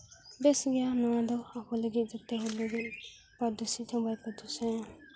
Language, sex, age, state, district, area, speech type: Santali, female, 18-30, Jharkhand, Seraikela Kharsawan, rural, spontaneous